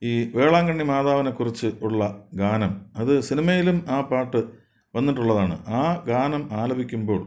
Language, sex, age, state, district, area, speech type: Malayalam, male, 60+, Kerala, Thiruvananthapuram, urban, spontaneous